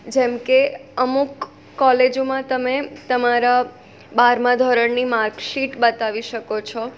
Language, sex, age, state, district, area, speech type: Gujarati, female, 18-30, Gujarat, Surat, urban, spontaneous